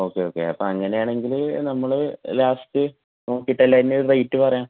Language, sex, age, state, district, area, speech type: Malayalam, male, 30-45, Kerala, Palakkad, rural, conversation